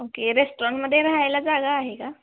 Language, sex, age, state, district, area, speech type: Marathi, female, 18-30, Maharashtra, Sangli, rural, conversation